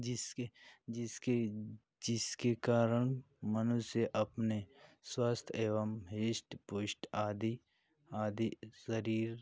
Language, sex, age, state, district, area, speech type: Hindi, male, 30-45, Uttar Pradesh, Ghazipur, rural, spontaneous